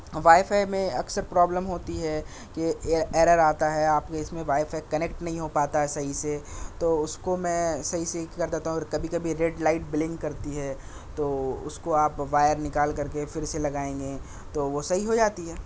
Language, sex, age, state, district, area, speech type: Urdu, male, 30-45, Delhi, South Delhi, urban, spontaneous